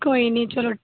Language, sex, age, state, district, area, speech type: Dogri, female, 18-30, Jammu and Kashmir, Kathua, rural, conversation